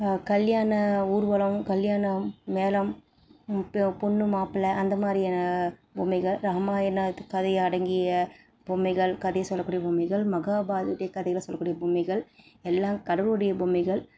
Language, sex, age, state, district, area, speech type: Tamil, female, 30-45, Tamil Nadu, Salem, rural, spontaneous